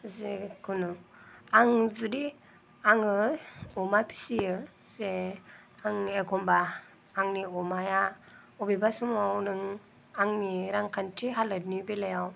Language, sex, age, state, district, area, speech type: Bodo, female, 18-30, Assam, Kokrajhar, rural, spontaneous